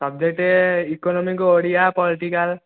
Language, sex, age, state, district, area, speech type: Odia, male, 18-30, Odisha, Khordha, rural, conversation